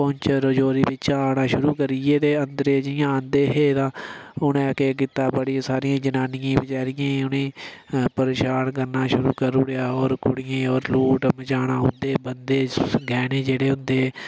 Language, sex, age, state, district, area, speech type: Dogri, male, 30-45, Jammu and Kashmir, Udhampur, rural, spontaneous